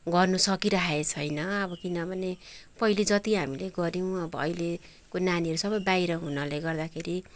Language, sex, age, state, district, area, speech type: Nepali, female, 45-60, West Bengal, Kalimpong, rural, spontaneous